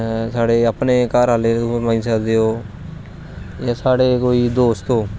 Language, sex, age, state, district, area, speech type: Dogri, male, 30-45, Jammu and Kashmir, Jammu, rural, spontaneous